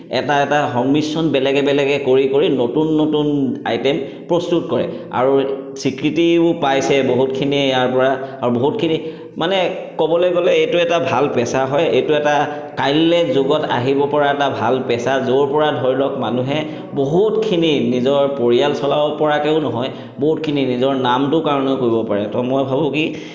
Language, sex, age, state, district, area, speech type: Assamese, male, 30-45, Assam, Chirang, urban, spontaneous